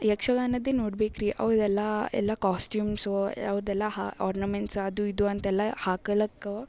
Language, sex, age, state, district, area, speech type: Kannada, female, 18-30, Karnataka, Gulbarga, urban, spontaneous